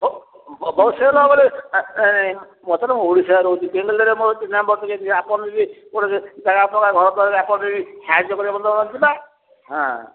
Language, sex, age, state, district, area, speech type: Odia, male, 60+, Odisha, Gajapati, rural, conversation